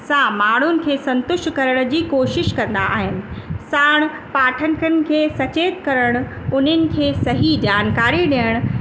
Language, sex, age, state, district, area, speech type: Sindhi, female, 30-45, Uttar Pradesh, Lucknow, urban, spontaneous